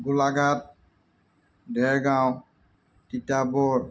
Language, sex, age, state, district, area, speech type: Assamese, male, 45-60, Assam, Golaghat, urban, spontaneous